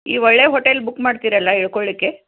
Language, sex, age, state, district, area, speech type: Kannada, female, 45-60, Karnataka, Chikkaballapur, rural, conversation